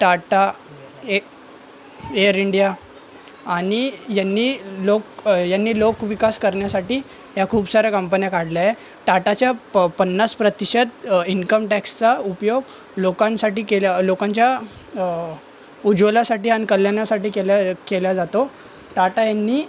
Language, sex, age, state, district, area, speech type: Marathi, male, 18-30, Maharashtra, Thane, urban, spontaneous